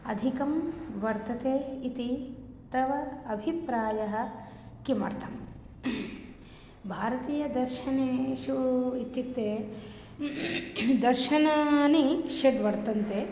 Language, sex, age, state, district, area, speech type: Sanskrit, female, 30-45, Telangana, Hyderabad, urban, spontaneous